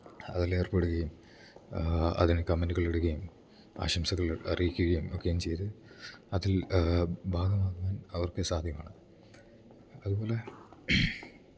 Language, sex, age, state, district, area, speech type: Malayalam, male, 18-30, Kerala, Idukki, rural, spontaneous